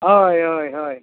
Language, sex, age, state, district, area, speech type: Goan Konkani, male, 60+, Goa, Bardez, urban, conversation